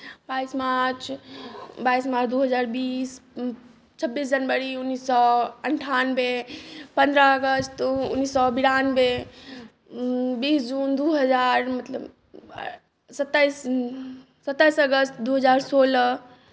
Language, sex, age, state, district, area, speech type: Maithili, female, 30-45, Bihar, Madhubani, rural, spontaneous